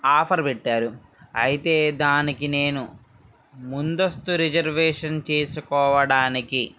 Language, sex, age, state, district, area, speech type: Telugu, male, 18-30, Andhra Pradesh, Srikakulam, urban, spontaneous